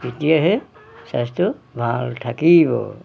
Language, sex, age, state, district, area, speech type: Assamese, male, 60+, Assam, Golaghat, rural, spontaneous